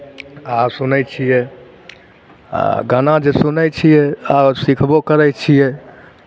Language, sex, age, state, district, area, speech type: Maithili, male, 30-45, Bihar, Begusarai, urban, spontaneous